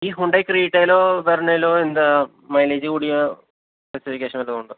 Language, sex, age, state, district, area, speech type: Malayalam, male, 18-30, Kerala, Palakkad, urban, conversation